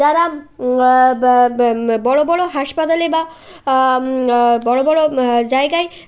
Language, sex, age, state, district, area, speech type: Bengali, male, 18-30, West Bengal, Jalpaiguri, rural, spontaneous